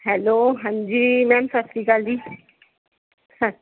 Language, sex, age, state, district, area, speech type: Punjabi, female, 30-45, Punjab, Mohali, urban, conversation